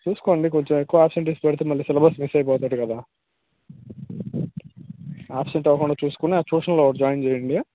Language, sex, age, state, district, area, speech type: Telugu, male, 18-30, Andhra Pradesh, Srikakulam, rural, conversation